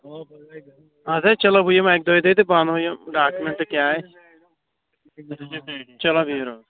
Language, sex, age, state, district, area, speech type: Kashmiri, male, 18-30, Jammu and Kashmir, Kulgam, rural, conversation